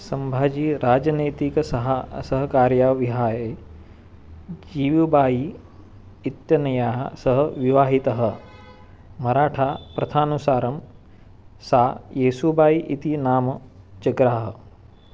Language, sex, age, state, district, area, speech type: Sanskrit, male, 18-30, Maharashtra, Nagpur, urban, read